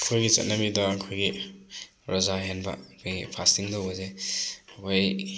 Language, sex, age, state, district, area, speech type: Manipuri, male, 18-30, Manipur, Thoubal, rural, spontaneous